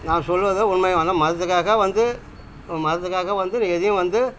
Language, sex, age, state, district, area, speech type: Tamil, male, 45-60, Tamil Nadu, Kallakurichi, rural, spontaneous